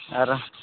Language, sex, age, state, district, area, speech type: Santali, male, 18-30, Jharkhand, East Singhbhum, rural, conversation